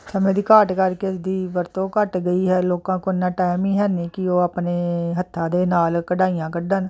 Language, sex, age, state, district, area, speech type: Punjabi, female, 45-60, Punjab, Jalandhar, urban, spontaneous